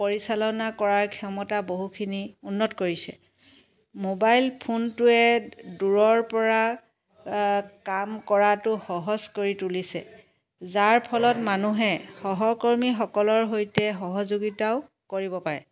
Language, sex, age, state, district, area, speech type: Assamese, female, 30-45, Assam, Charaideo, urban, spontaneous